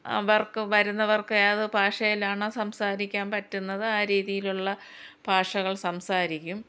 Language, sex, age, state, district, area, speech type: Malayalam, female, 60+, Kerala, Thiruvananthapuram, rural, spontaneous